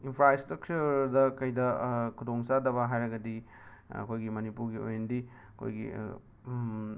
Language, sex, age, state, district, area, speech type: Manipuri, male, 18-30, Manipur, Imphal West, urban, spontaneous